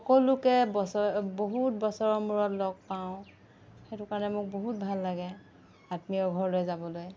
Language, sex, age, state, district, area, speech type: Assamese, female, 30-45, Assam, Golaghat, urban, spontaneous